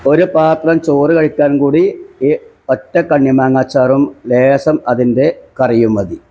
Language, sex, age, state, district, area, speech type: Malayalam, male, 60+, Kerala, Malappuram, rural, spontaneous